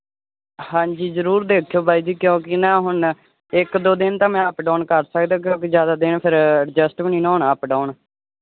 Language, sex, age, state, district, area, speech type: Punjabi, male, 18-30, Punjab, Firozpur, rural, conversation